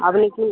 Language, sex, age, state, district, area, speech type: Bengali, female, 30-45, West Bengal, Uttar Dinajpur, urban, conversation